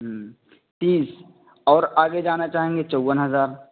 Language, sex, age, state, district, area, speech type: Urdu, male, 18-30, Uttar Pradesh, Saharanpur, urban, conversation